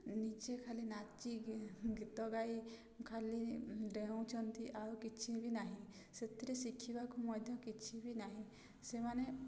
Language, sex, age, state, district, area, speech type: Odia, female, 30-45, Odisha, Mayurbhanj, rural, spontaneous